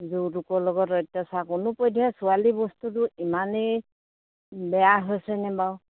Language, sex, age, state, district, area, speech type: Assamese, female, 60+, Assam, Dhemaji, rural, conversation